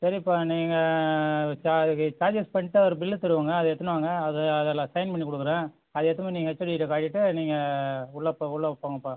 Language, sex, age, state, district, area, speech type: Tamil, male, 30-45, Tamil Nadu, Viluppuram, rural, conversation